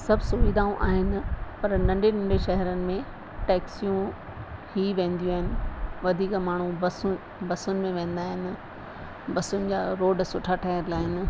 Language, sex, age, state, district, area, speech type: Sindhi, female, 60+, Rajasthan, Ajmer, urban, spontaneous